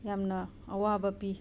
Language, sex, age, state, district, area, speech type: Manipuri, female, 30-45, Manipur, Imphal West, urban, spontaneous